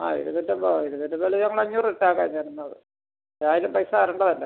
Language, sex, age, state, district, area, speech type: Malayalam, male, 45-60, Kerala, Kottayam, rural, conversation